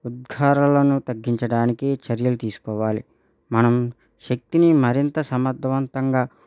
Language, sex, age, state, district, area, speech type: Telugu, male, 30-45, Andhra Pradesh, East Godavari, rural, spontaneous